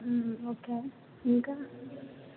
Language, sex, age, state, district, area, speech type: Telugu, female, 18-30, Andhra Pradesh, Kakinada, urban, conversation